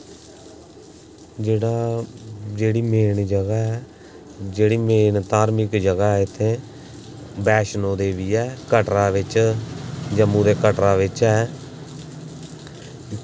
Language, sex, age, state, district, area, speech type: Dogri, male, 18-30, Jammu and Kashmir, Samba, rural, spontaneous